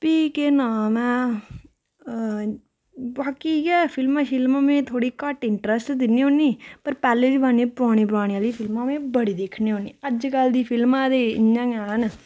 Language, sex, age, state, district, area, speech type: Dogri, female, 18-30, Jammu and Kashmir, Reasi, rural, spontaneous